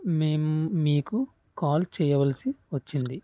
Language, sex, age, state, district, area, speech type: Telugu, male, 18-30, Andhra Pradesh, N T Rama Rao, urban, spontaneous